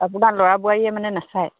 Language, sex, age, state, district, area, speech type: Assamese, female, 45-60, Assam, Dibrugarh, rural, conversation